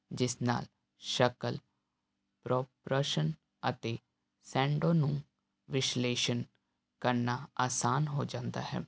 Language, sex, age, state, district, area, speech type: Punjabi, male, 18-30, Punjab, Hoshiarpur, urban, spontaneous